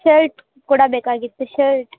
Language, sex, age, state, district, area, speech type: Kannada, female, 18-30, Karnataka, Gadag, rural, conversation